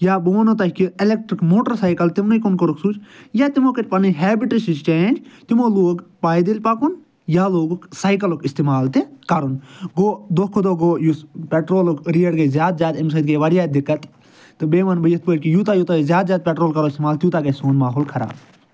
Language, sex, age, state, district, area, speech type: Kashmiri, male, 45-60, Jammu and Kashmir, Srinagar, urban, spontaneous